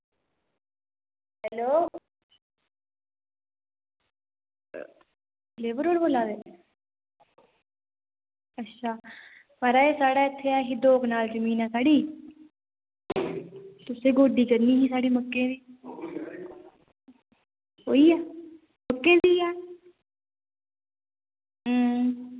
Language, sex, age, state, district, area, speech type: Dogri, female, 18-30, Jammu and Kashmir, Reasi, rural, conversation